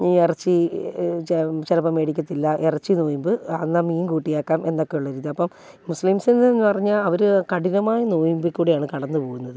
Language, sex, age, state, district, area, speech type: Malayalam, female, 30-45, Kerala, Alappuzha, rural, spontaneous